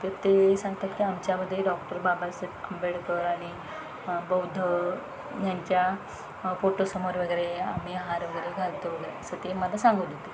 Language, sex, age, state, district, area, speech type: Marathi, female, 30-45, Maharashtra, Ratnagiri, rural, spontaneous